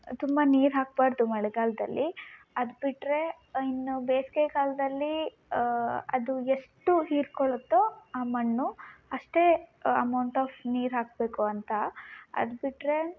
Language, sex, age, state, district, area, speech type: Kannada, female, 18-30, Karnataka, Shimoga, rural, spontaneous